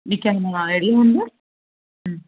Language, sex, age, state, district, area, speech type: Telugu, female, 30-45, Andhra Pradesh, Krishna, urban, conversation